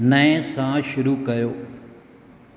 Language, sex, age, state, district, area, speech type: Sindhi, male, 45-60, Maharashtra, Thane, urban, read